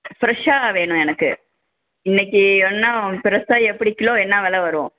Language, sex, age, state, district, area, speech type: Tamil, female, 60+, Tamil Nadu, Perambalur, rural, conversation